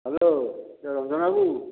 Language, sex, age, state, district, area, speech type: Odia, male, 60+, Odisha, Dhenkanal, rural, conversation